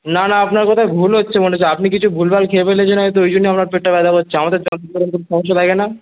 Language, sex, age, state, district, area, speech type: Bengali, male, 18-30, West Bengal, Darjeeling, urban, conversation